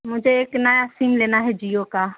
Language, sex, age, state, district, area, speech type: Urdu, female, 18-30, Bihar, Saharsa, rural, conversation